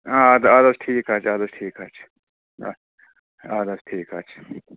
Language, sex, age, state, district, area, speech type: Kashmiri, male, 18-30, Jammu and Kashmir, Budgam, rural, conversation